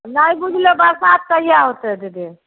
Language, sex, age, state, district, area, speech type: Maithili, female, 30-45, Bihar, Samastipur, rural, conversation